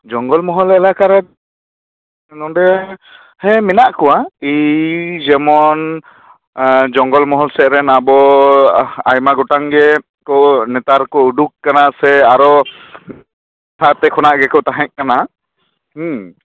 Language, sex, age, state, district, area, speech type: Santali, male, 18-30, West Bengal, Bankura, rural, conversation